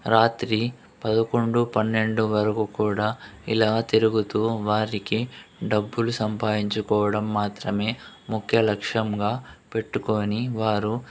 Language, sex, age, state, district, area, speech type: Telugu, male, 45-60, Andhra Pradesh, Chittoor, urban, spontaneous